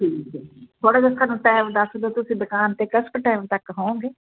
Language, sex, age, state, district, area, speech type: Punjabi, female, 60+, Punjab, Muktsar, urban, conversation